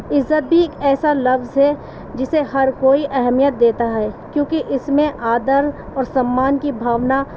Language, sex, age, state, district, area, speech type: Urdu, female, 45-60, Delhi, East Delhi, urban, spontaneous